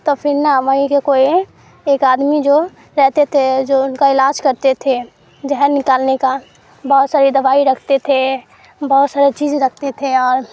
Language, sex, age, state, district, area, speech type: Urdu, female, 18-30, Bihar, Supaul, rural, spontaneous